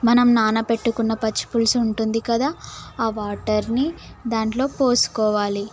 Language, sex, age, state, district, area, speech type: Telugu, female, 18-30, Telangana, Mahbubnagar, rural, spontaneous